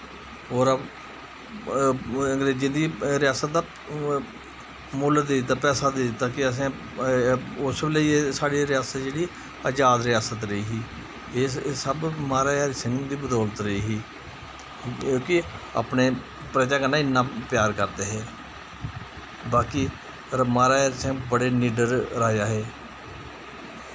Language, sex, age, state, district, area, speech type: Dogri, male, 45-60, Jammu and Kashmir, Jammu, rural, spontaneous